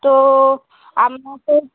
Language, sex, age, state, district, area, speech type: Bengali, female, 18-30, West Bengal, Murshidabad, urban, conversation